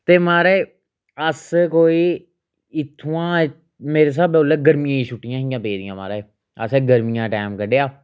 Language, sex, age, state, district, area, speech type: Dogri, male, 30-45, Jammu and Kashmir, Reasi, rural, spontaneous